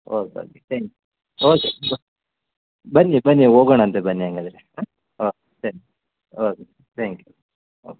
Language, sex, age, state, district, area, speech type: Kannada, male, 30-45, Karnataka, Koppal, rural, conversation